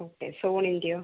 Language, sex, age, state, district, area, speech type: Malayalam, female, 45-60, Kerala, Palakkad, rural, conversation